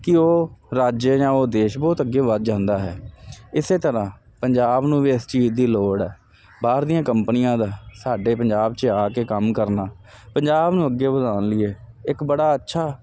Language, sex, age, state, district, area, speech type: Punjabi, male, 30-45, Punjab, Jalandhar, urban, spontaneous